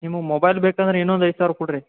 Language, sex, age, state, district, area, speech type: Kannada, male, 30-45, Karnataka, Belgaum, rural, conversation